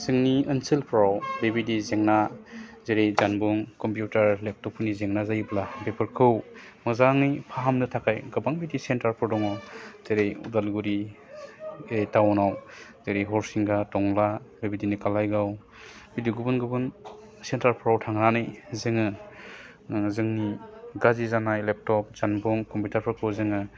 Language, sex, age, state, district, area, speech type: Bodo, male, 30-45, Assam, Udalguri, urban, spontaneous